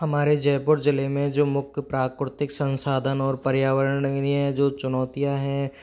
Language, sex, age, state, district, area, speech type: Hindi, male, 30-45, Rajasthan, Jaipur, urban, spontaneous